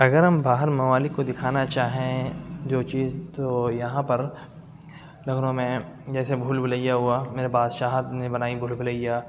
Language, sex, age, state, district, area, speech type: Urdu, male, 18-30, Uttar Pradesh, Lucknow, urban, spontaneous